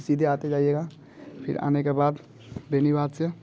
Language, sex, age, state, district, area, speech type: Hindi, male, 18-30, Bihar, Muzaffarpur, rural, spontaneous